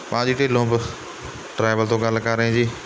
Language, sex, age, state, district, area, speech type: Punjabi, male, 30-45, Punjab, Mohali, rural, spontaneous